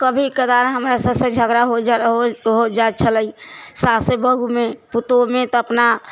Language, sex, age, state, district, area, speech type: Maithili, female, 45-60, Bihar, Sitamarhi, urban, spontaneous